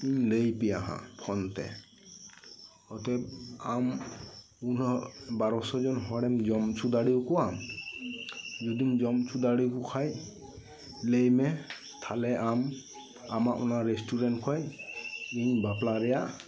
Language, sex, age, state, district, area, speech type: Santali, male, 30-45, West Bengal, Birbhum, rural, spontaneous